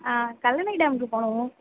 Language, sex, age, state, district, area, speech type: Tamil, female, 18-30, Tamil Nadu, Sivaganga, rural, conversation